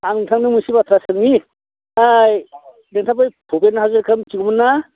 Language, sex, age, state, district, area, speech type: Bodo, male, 60+, Assam, Baksa, urban, conversation